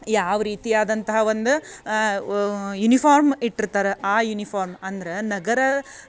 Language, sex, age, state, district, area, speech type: Kannada, female, 30-45, Karnataka, Dharwad, rural, spontaneous